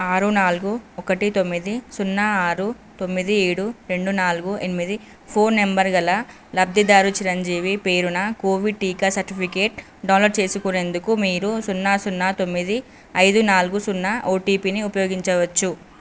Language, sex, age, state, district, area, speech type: Telugu, female, 18-30, Telangana, Nalgonda, urban, read